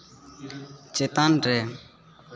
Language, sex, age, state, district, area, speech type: Santali, male, 18-30, Jharkhand, East Singhbhum, rural, read